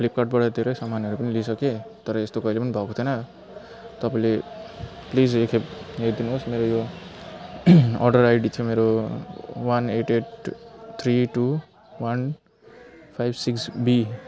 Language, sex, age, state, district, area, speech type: Nepali, male, 30-45, West Bengal, Jalpaiguri, rural, spontaneous